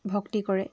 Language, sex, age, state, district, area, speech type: Assamese, female, 30-45, Assam, Charaideo, urban, spontaneous